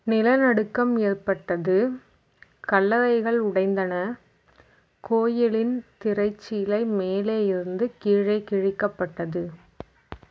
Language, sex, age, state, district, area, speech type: Tamil, female, 30-45, Tamil Nadu, Mayiladuthurai, rural, read